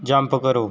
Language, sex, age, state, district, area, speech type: Dogri, male, 18-30, Jammu and Kashmir, Jammu, rural, read